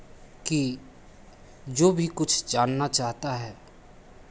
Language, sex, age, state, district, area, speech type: Hindi, male, 45-60, Bihar, Begusarai, urban, spontaneous